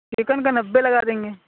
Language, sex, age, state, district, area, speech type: Urdu, male, 30-45, Uttar Pradesh, Lucknow, rural, conversation